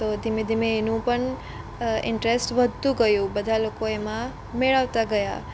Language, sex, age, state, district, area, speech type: Gujarati, female, 18-30, Gujarat, Surat, urban, spontaneous